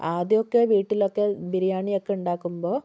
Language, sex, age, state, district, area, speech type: Malayalam, female, 18-30, Kerala, Kozhikode, urban, spontaneous